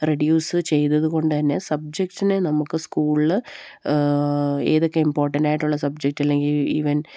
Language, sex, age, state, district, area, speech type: Malayalam, female, 30-45, Kerala, Palakkad, rural, spontaneous